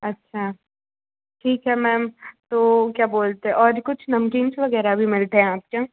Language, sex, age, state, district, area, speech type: Hindi, female, 45-60, Madhya Pradesh, Bhopal, urban, conversation